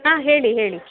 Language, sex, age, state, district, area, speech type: Kannada, female, 45-60, Karnataka, Chikkaballapur, rural, conversation